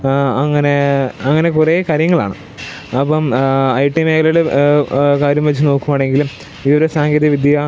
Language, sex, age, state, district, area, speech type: Malayalam, male, 18-30, Kerala, Pathanamthitta, rural, spontaneous